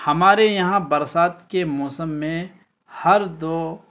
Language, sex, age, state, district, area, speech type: Urdu, male, 18-30, Bihar, Araria, rural, spontaneous